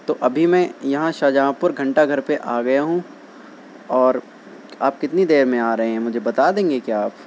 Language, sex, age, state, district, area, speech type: Urdu, male, 18-30, Uttar Pradesh, Shahjahanpur, rural, spontaneous